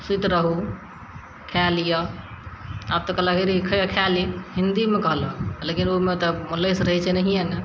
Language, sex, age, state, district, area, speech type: Maithili, female, 60+, Bihar, Madhepura, urban, spontaneous